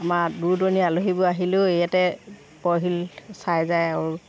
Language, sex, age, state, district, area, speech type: Assamese, female, 45-60, Assam, Sivasagar, rural, spontaneous